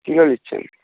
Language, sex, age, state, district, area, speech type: Bengali, male, 60+, West Bengal, Jhargram, rural, conversation